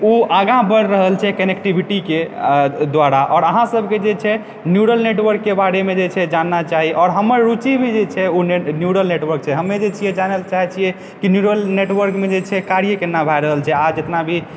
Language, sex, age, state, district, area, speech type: Maithili, male, 18-30, Bihar, Purnia, urban, spontaneous